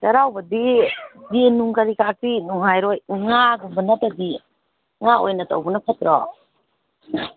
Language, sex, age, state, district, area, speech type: Manipuri, female, 60+, Manipur, Kangpokpi, urban, conversation